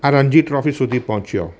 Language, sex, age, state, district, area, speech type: Gujarati, male, 60+, Gujarat, Surat, urban, spontaneous